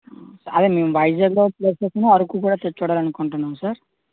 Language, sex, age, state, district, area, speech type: Telugu, male, 45-60, Andhra Pradesh, Vizianagaram, rural, conversation